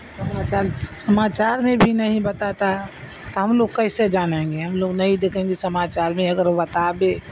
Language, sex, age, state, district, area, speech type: Urdu, female, 60+, Bihar, Darbhanga, rural, spontaneous